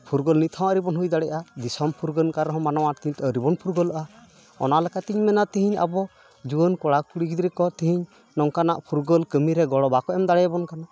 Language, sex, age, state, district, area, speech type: Santali, male, 45-60, West Bengal, Purulia, rural, spontaneous